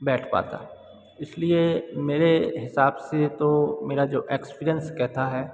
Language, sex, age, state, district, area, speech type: Hindi, male, 45-60, Madhya Pradesh, Hoshangabad, rural, spontaneous